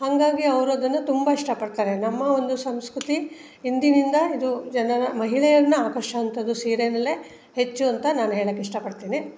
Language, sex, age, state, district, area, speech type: Kannada, female, 60+, Karnataka, Mandya, rural, spontaneous